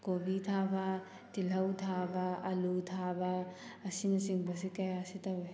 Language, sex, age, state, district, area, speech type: Manipuri, female, 18-30, Manipur, Thoubal, rural, spontaneous